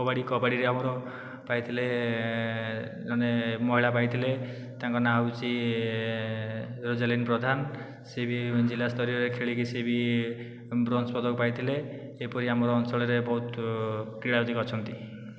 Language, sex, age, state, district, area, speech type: Odia, male, 18-30, Odisha, Khordha, rural, spontaneous